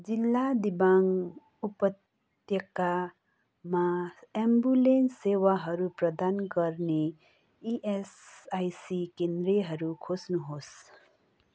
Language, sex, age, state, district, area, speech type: Nepali, female, 18-30, West Bengal, Kalimpong, rural, read